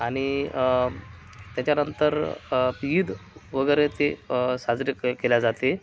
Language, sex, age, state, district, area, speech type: Marathi, male, 45-60, Maharashtra, Akola, rural, spontaneous